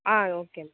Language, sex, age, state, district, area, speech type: Tamil, female, 45-60, Tamil Nadu, Sivaganga, rural, conversation